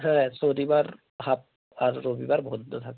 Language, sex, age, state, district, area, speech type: Bengali, male, 18-30, West Bengal, Hooghly, urban, conversation